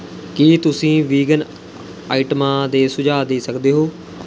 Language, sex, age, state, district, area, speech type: Punjabi, male, 18-30, Punjab, Mohali, rural, read